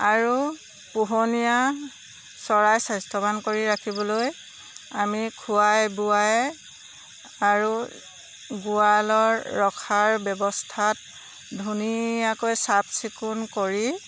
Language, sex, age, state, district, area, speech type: Assamese, female, 30-45, Assam, Jorhat, urban, spontaneous